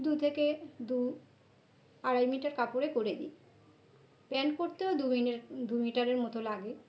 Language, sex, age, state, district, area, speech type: Bengali, female, 45-60, West Bengal, North 24 Parganas, urban, spontaneous